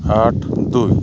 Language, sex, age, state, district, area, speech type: Santali, male, 45-60, Odisha, Mayurbhanj, rural, spontaneous